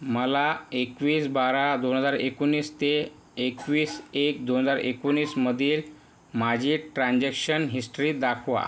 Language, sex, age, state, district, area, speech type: Marathi, male, 18-30, Maharashtra, Yavatmal, rural, read